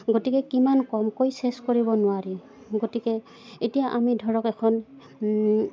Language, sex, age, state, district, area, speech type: Assamese, female, 30-45, Assam, Udalguri, rural, spontaneous